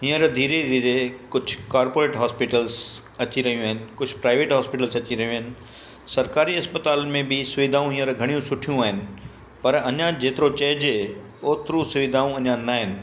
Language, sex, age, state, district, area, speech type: Sindhi, male, 60+, Gujarat, Kutch, urban, spontaneous